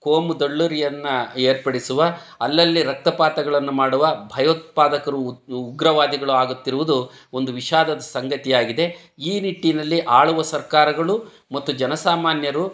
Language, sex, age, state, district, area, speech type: Kannada, male, 60+, Karnataka, Chitradurga, rural, spontaneous